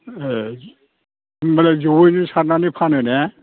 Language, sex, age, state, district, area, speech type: Bodo, male, 60+, Assam, Chirang, rural, conversation